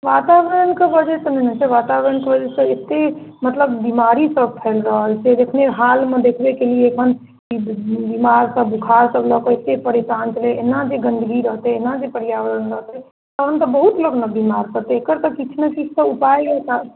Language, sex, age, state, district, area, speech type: Maithili, female, 30-45, Bihar, Muzaffarpur, urban, conversation